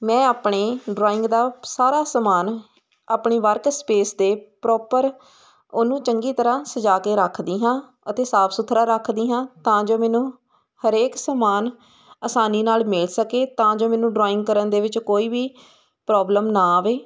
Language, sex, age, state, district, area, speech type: Punjabi, female, 30-45, Punjab, Hoshiarpur, rural, spontaneous